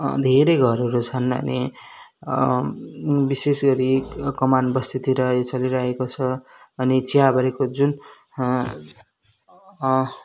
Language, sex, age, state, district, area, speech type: Nepali, male, 18-30, West Bengal, Darjeeling, rural, spontaneous